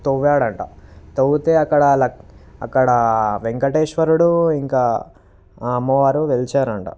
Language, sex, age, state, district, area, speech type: Telugu, male, 18-30, Telangana, Vikarabad, urban, spontaneous